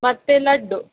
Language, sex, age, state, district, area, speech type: Kannada, female, 30-45, Karnataka, Udupi, rural, conversation